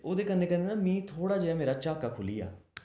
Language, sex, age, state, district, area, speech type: Dogri, male, 18-30, Jammu and Kashmir, Jammu, urban, spontaneous